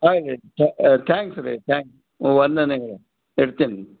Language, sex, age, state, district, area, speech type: Kannada, male, 60+, Karnataka, Gulbarga, urban, conversation